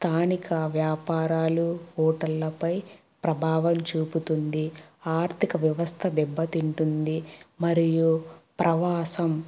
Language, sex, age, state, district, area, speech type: Telugu, female, 18-30, Andhra Pradesh, Kadapa, rural, spontaneous